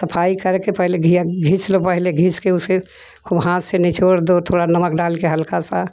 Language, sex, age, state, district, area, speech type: Hindi, female, 60+, Uttar Pradesh, Jaunpur, urban, spontaneous